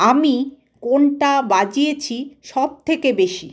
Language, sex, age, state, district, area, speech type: Bengali, female, 45-60, West Bengal, Malda, rural, read